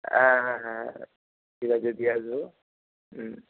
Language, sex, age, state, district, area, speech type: Bengali, male, 45-60, West Bengal, Hooghly, urban, conversation